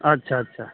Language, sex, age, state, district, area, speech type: Hindi, male, 45-60, Uttar Pradesh, Lucknow, rural, conversation